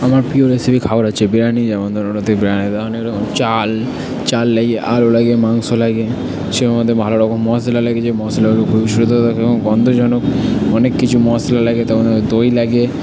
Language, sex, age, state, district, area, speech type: Bengali, male, 30-45, West Bengal, Purba Bardhaman, urban, spontaneous